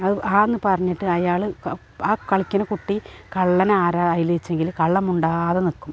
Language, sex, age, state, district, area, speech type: Malayalam, female, 45-60, Kerala, Malappuram, rural, spontaneous